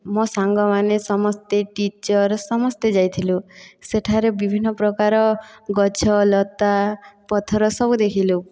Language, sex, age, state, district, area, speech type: Odia, female, 18-30, Odisha, Boudh, rural, spontaneous